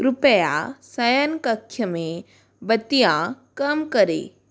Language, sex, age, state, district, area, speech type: Hindi, female, 60+, Rajasthan, Jodhpur, rural, read